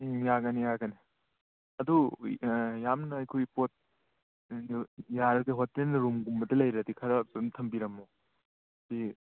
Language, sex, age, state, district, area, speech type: Manipuri, male, 18-30, Manipur, Churachandpur, rural, conversation